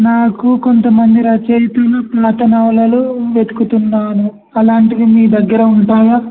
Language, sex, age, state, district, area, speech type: Telugu, male, 18-30, Telangana, Mancherial, rural, conversation